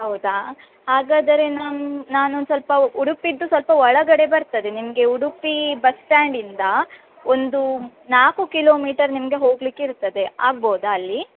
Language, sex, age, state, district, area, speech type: Kannada, female, 18-30, Karnataka, Udupi, rural, conversation